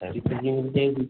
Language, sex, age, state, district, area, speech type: Hindi, male, 30-45, Uttar Pradesh, Azamgarh, rural, conversation